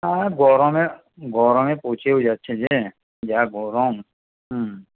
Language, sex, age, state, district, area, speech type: Bengali, male, 60+, West Bengal, Paschim Bardhaman, rural, conversation